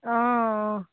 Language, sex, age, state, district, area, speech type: Assamese, female, 60+, Assam, Dibrugarh, rural, conversation